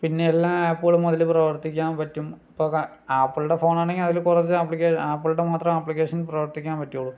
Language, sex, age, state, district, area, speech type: Malayalam, male, 30-45, Kerala, Palakkad, urban, spontaneous